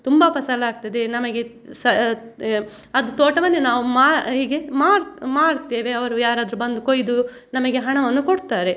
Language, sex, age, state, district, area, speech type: Kannada, female, 45-60, Karnataka, Udupi, rural, spontaneous